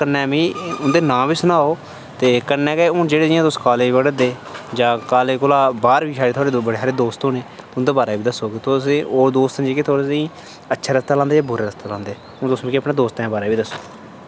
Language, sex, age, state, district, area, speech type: Dogri, male, 18-30, Jammu and Kashmir, Udhampur, rural, spontaneous